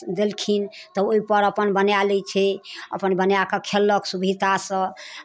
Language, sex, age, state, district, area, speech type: Maithili, female, 45-60, Bihar, Darbhanga, rural, spontaneous